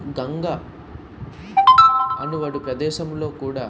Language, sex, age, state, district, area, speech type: Telugu, male, 18-30, Andhra Pradesh, Visakhapatnam, urban, spontaneous